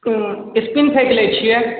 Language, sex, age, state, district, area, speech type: Maithili, male, 18-30, Bihar, Darbhanga, rural, conversation